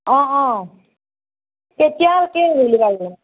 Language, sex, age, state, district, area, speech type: Assamese, female, 45-60, Assam, Nagaon, rural, conversation